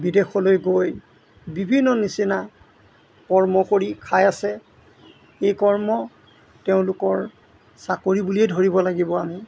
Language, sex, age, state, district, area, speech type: Assamese, male, 60+, Assam, Golaghat, rural, spontaneous